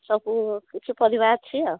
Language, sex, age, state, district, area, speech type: Odia, female, 45-60, Odisha, Angul, rural, conversation